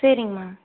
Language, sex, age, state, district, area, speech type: Tamil, female, 18-30, Tamil Nadu, Erode, rural, conversation